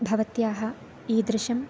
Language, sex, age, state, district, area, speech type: Sanskrit, female, 18-30, Kerala, Palakkad, rural, spontaneous